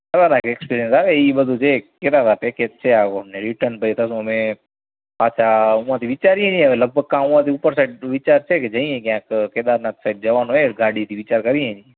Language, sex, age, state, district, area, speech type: Gujarati, male, 18-30, Gujarat, Kutch, rural, conversation